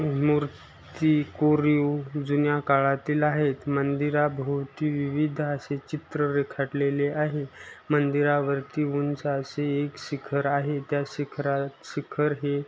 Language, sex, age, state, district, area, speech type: Marathi, male, 18-30, Maharashtra, Osmanabad, rural, spontaneous